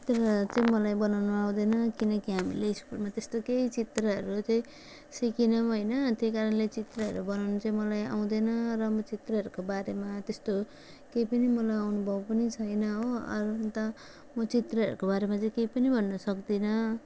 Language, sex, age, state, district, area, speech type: Nepali, female, 30-45, West Bengal, Jalpaiguri, rural, spontaneous